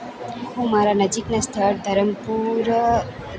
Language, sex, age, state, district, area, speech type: Gujarati, female, 18-30, Gujarat, Valsad, rural, spontaneous